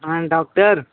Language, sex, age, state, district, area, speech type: Hindi, male, 18-30, Uttar Pradesh, Sonbhadra, rural, conversation